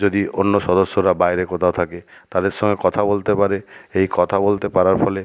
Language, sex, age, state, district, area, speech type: Bengali, male, 60+, West Bengal, Nadia, rural, spontaneous